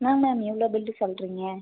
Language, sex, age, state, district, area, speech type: Tamil, female, 18-30, Tamil Nadu, Viluppuram, urban, conversation